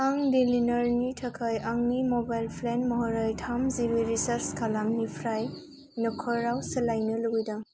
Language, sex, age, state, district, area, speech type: Bodo, female, 18-30, Assam, Kokrajhar, rural, read